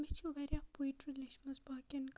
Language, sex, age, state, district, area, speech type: Kashmiri, female, 18-30, Jammu and Kashmir, Baramulla, rural, spontaneous